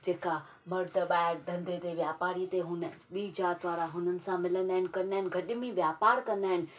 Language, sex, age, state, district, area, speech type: Sindhi, female, 30-45, Maharashtra, Thane, urban, spontaneous